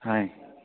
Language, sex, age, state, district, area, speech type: Telugu, male, 18-30, Andhra Pradesh, East Godavari, rural, conversation